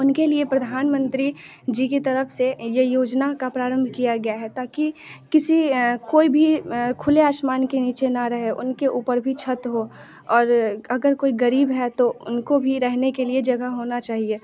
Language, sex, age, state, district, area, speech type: Hindi, female, 18-30, Bihar, Muzaffarpur, rural, spontaneous